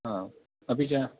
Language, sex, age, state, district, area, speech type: Sanskrit, male, 18-30, Karnataka, Uttara Kannada, rural, conversation